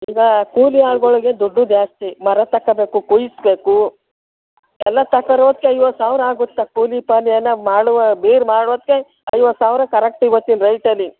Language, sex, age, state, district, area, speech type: Kannada, female, 60+, Karnataka, Mandya, rural, conversation